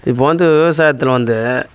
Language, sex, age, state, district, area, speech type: Tamil, male, 45-60, Tamil Nadu, Tiruvannamalai, rural, spontaneous